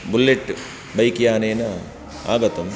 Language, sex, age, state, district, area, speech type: Sanskrit, male, 30-45, Karnataka, Dakshina Kannada, rural, spontaneous